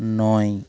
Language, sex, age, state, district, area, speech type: Bengali, male, 30-45, West Bengal, Hooghly, urban, read